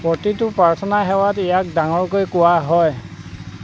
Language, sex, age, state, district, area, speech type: Assamese, male, 45-60, Assam, Dibrugarh, rural, read